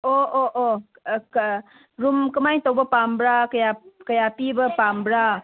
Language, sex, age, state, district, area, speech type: Manipuri, female, 30-45, Manipur, Senapati, rural, conversation